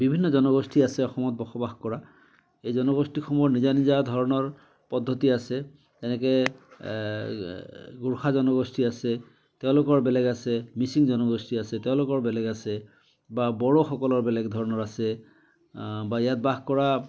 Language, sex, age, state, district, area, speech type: Assamese, male, 60+, Assam, Biswanath, rural, spontaneous